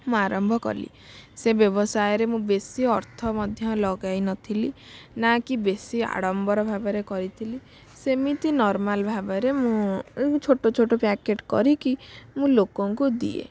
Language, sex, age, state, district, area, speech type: Odia, female, 18-30, Odisha, Bhadrak, rural, spontaneous